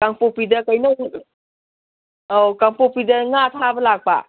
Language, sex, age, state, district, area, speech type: Manipuri, female, 45-60, Manipur, Kangpokpi, urban, conversation